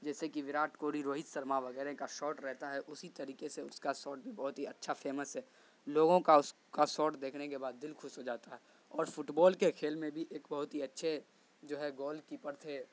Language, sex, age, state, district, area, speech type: Urdu, male, 18-30, Bihar, Saharsa, rural, spontaneous